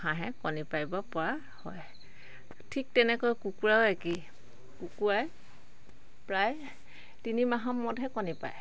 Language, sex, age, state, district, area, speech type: Assamese, female, 45-60, Assam, Charaideo, rural, spontaneous